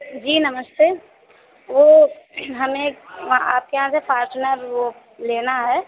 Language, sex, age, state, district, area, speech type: Hindi, female, 30-45, Uttar Pradesh, Azamgarh, rural, conversation